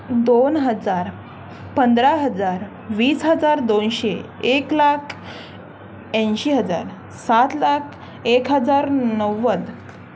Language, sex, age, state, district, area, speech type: Marathi, female, 18-30, Maharashtra, Mumbai Suburban, urban, spontaneous